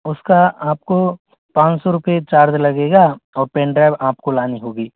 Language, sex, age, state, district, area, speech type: Hindi, male, 18-30, Rajasthan, Jodhpur, rural, conversation